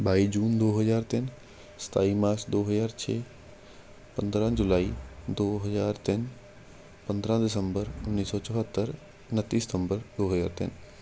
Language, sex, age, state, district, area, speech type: Punjabi, male, 45-60, Punjab, Patiala, urban, spontaneous